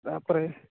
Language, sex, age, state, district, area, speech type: Odia, male, 18-30, Odisha, Malkangiri, urban, conversation